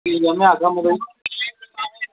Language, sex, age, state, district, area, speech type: Dogri, male, 18-30, Jammu and Kashmir, Samba, rural, conversation